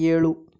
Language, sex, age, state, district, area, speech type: Kannada, male, 18-30, Karnataka, Bidar, urban, read